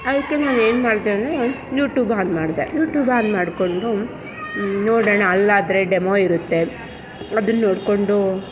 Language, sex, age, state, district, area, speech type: Kannada, female, 30-45, Karnataka, Chamarajanagar, rural, spontaneous